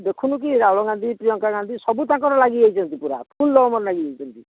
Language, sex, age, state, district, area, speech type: Odia, male, 60+, Odisha, Bhadrak, rural, conversation